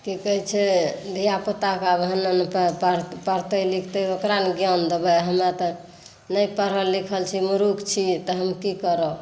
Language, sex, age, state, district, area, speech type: Maithili, female, 60+, Bihar, Saharsa, rural, spontaneous